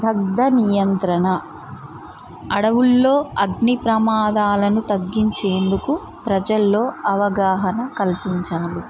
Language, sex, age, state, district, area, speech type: Telugu, female, 30-45, Telangana, Mulugu, rural, spontaneous